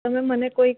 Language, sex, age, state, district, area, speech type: Gujarati, female, 18-30, Gujarat, Surat, urban, conversation